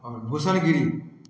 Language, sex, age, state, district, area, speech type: Hindi, male, 45-60, Bihar, Samastipur, rural, spontaneous